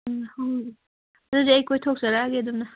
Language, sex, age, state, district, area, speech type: Manipuri, female, 30-45, Manipur, Kangpokpi, urban, conversation